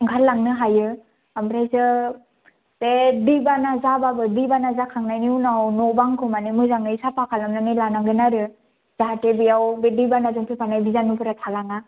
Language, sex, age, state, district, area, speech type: Bodo, female, 18-30, Assam, Kokrajhar, rural, conversation